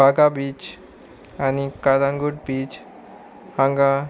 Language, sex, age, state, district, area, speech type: Goan Konkani, male, 30-45, Goa, Murmgao, rural, spontaneous